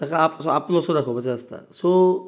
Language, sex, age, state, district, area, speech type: Goan Konkani, male, 30-45, Goa, Bardez, urban, spontaneous